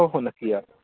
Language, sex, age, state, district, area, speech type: Marathi, male, 30-45, Maharashtra, Yavatmal, urban, conversation